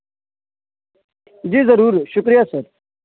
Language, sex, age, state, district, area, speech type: Urdu, male, 18-30, Delhi, New Delhi, rural, conversation